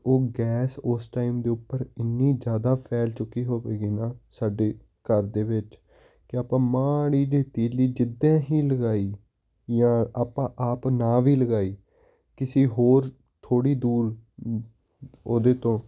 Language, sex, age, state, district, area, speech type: Punjabi, male, 18-30, Punjab, Hoshiarpur, urban, spontaneous